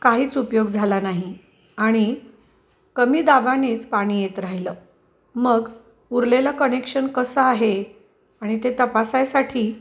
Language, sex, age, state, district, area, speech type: Marathi, female, 45-60, Maharashtra, Osmanabad, rural, spontaneous